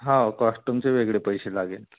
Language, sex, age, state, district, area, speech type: Marathi, male, 30-45, Maharashtra, Wardha, rural, conversation